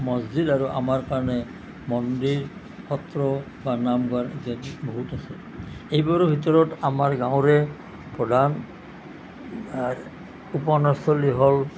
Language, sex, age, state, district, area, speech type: Assamese, male, 60+, Assam, Nalbari, rural, spontaneous